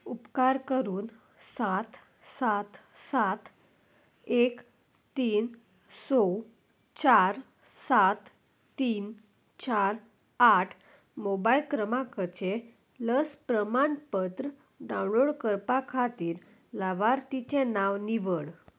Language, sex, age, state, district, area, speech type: Goan Konkani, female, 18-30, Goa, Salcete, rural, read